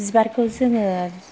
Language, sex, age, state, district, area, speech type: Bodo, female, 30-45, Assam, Kokrajhar, rural, spontaneous